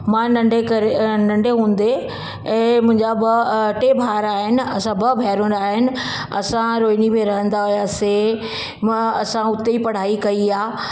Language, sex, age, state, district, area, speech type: Sindhi, female, 45-60, Delhi, South Delhi, urban, spontaneous